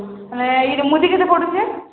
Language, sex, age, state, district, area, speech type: Odia, female, 30-45, Odisha, Balangir, urban, conversation